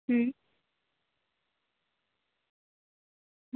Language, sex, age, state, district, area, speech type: Gujarati, female, 18-30, Gujarat, Valsad, rural, conversation